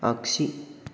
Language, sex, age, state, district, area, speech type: Bodo, male, 18-30, Assam, Chirang, rural, read